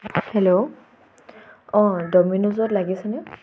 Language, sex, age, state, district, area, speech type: Assamese, female, 18-30, Assam, Tinsukia, urban, spontaneous